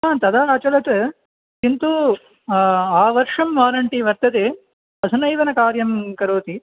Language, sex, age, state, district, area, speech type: Sanskrit, male, 18-30, Tamil Nadu, Chennai, urban, conversation